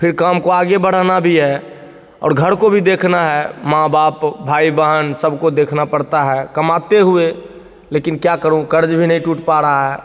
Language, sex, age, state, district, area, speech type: Hindi, male, 30-45, Bihar, Begusarai, rural, spontaneous